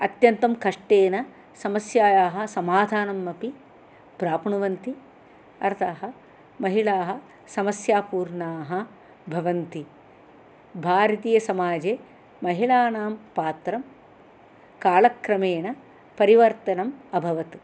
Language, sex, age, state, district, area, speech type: Sanskrit, female, 60+, Andhra Pradesh, Chittoor, urban, spontaneous